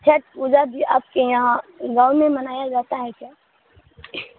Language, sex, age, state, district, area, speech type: Urdu, female, 18-30, Bihar, Supaul, rural, conversation